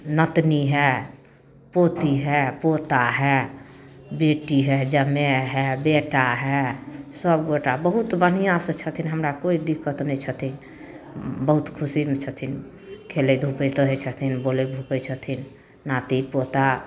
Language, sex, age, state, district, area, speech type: Maithili, female, 45-60, Bihar, Samastipur, rural, spontaneous